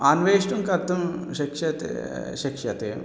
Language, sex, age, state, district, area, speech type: Sanskrit, male, 30-45, Telangana, Hyderabad, urban, spontaneous